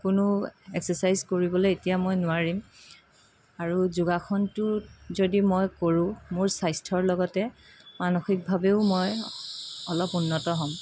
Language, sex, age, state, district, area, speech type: Assamese, female, 30-45, Assam, Dibrugarh, urban, spontaneous